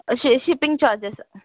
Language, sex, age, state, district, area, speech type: Tamil, female, 18-30, Tamil Nadu, Cuddalore, rural, conversation